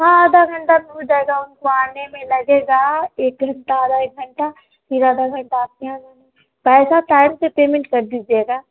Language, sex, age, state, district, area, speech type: Hindi, female, 18-30, Bihar, Vaishali, rural, conversation